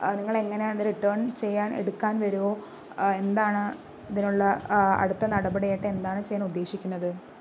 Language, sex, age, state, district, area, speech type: Malayalam, female, 30-45, Kerala, Palakkad, urban, spontaneous